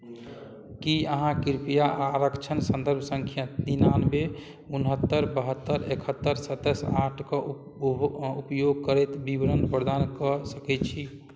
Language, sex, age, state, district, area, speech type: Maithili, male, 30-45, Bihar, Madhubani, rural, read